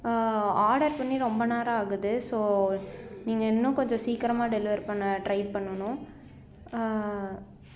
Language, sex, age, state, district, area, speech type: Tamil, female, 18-30, Tamil Nadu, Salem, urban, spontaneous